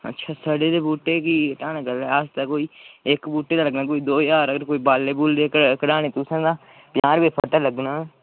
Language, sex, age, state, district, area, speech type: Dogri, male, 18-30, Jammu and Kashmir, Udhampur, rural, conversation